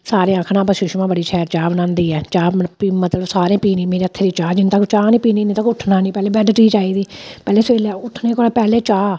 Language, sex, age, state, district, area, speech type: Dogri, female, 45-60, Jammu and Kashmir, Samba, rural, spontaneous